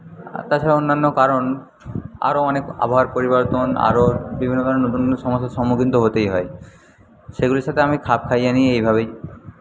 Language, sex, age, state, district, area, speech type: Bengali, male, 60+, West Bengal, Paschim Medinipur, rural, spontaneous